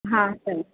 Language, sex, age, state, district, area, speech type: Odia, female, 30-45, Odisha, Ganjam, urban, conversation